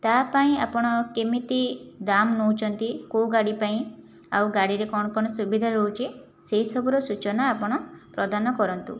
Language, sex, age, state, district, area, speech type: Odia, female, 18-30, Odisha, Jajpur, rural, spontaneous